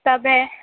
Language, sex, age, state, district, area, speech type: Urdu, female, 18-30, Uttar Pradesh, Gautam Buddha Nagar, rural, conversation